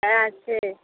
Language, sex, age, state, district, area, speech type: Bengali, female, 30-45, West Bengal, Uttar Dinajpur, rural, conversation